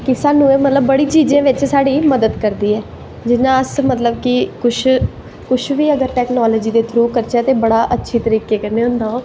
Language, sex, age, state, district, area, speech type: Dogri, female, 18-30, Jammu and Kashmir, Jammu, urban, spontaneous